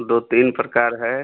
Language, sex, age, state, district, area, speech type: Hindi, male, 45-60, Uttar Pradesh, Chandauli, rural, conversation